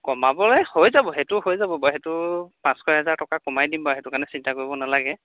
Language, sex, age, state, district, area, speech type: Assamese, male, 30-45, Assam, Dhemaji, urban, conversation